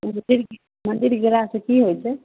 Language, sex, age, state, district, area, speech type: Maithili, female, 18-30, Bihar, Araria, rural, conversation